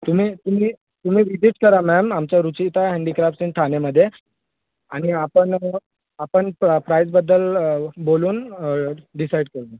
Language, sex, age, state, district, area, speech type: Marathi, male, 18-30, Maharashtra, Thane, urban, conversation